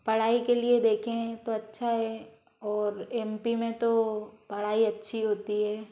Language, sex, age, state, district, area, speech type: Hindi, female, 45-60, Madhya Pradesh, Bhopal, urban, spontaneous